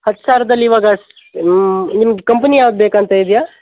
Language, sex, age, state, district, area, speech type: Kannada, male, 30-45, Karnataka, Uttara Kannada, rural, conversation